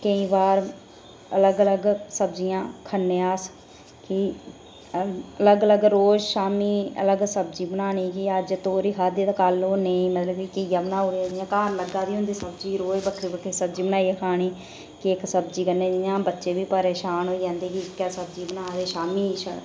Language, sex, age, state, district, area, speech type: Dogri, female, 30-45, Jammu and Kashmir, Reasi, rural, spontaneous